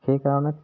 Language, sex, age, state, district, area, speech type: Assamese, male, 30-45, Assam, Lakhimpur, urban, spontaneous